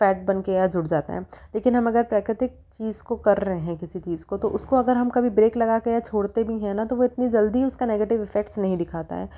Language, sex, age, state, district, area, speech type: Hindi, female, 30-45, Madhya Pradesh, Ujjain, urban, spontaneous